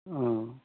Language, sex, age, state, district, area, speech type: Assamese, male, 45-60, Assam, Majuli, rural, conversation